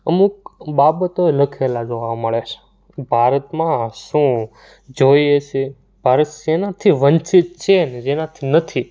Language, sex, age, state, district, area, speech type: Gujarati, male, 18-30, Gujarat, Surat, rural, spontaneous